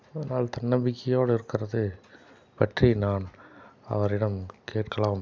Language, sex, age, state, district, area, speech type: Tamil, male, 30-45, Tamil Nadu, Salem, urban, spontaneous